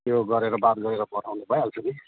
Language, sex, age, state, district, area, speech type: Nepali, male, 60+, West Bengal, Kalimpong, rural, conversation